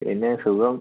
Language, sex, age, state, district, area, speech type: Malayalam, male, 18-30, Kerala, Idukki, urban, conversation